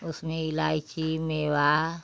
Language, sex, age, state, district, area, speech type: Hindi, female, 60+, Uttar Pradesh, Ghazipur, rural, spontaneous